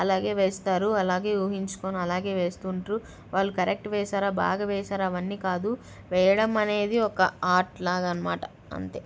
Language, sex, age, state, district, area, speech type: Telugu, female, 18-30, Andhra Pradesh, Kadapa, urban, spontaneous